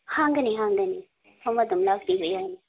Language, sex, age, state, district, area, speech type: Manipuri, female, 30-45, Manipur, Imphal West, urban, conversation